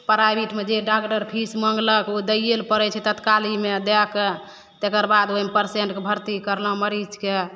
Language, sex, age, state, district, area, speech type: Maithili, female, 18-30, Bihar, Begusarai, rural, spontaneous